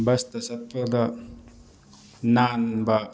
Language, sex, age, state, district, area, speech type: Manipuri, male, 18-30, Manipur, Thoubal, rural, spontaneous